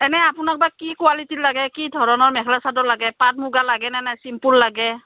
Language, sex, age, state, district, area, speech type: Assamese, female, 30-45, Assam, Kamrup Metropolitan, urban, conversation